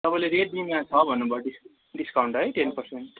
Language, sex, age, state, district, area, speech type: Nepali, male, 18-30, West Bengal, Darjeeling, rural, conversation